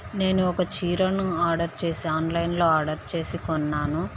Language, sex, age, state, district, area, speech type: Telugu, female, 30-45, Andhra Pradesh, Visakhapatnam, urban, spontaneous